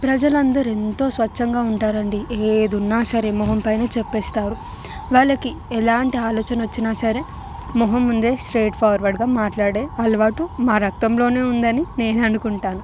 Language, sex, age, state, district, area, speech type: Telugu, female, 18-30, Telangana, Hyderabad, urban, spontaneous